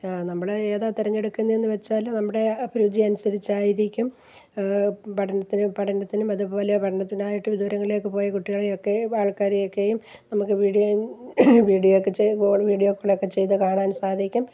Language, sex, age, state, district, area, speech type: Malayalam, female, 60+, Kerala, Kollam, rural, spontaneous